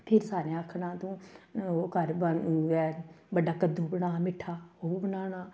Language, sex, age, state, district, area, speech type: Dogri, female, 45-60, Jammu and Kashmir, Samba, rural, spontaneous